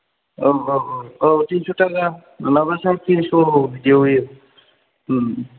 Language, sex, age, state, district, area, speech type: Bodo, male, 30-45, Assam, Kokrajhar, urban, conversation